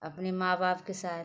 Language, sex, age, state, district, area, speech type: Hindi, female, 30-45, Uttar Pradesh, Azamgarh, rural, spontaneous